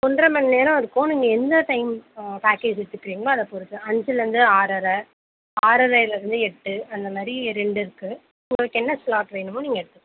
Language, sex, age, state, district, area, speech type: Tamil, female, 18-30, Tamil Nadu, Tiruvallur, urban, conversation